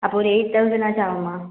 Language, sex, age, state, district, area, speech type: Tamil, female, 18-30, Tamil Nadu, Vellore, urban, conversation